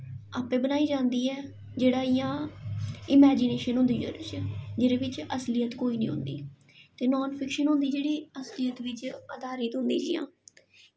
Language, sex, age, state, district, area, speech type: Dogri, female, 18-30, Jammu and Kashmir, Jammu, urban, spontaneous